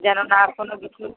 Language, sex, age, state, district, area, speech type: Bengali, female, 18-30, West Bengal, North 24 Parganas, rural, conversation